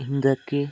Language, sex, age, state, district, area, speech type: Kannada, male, 60+, Karnataka, Bangalore Rural, urban, read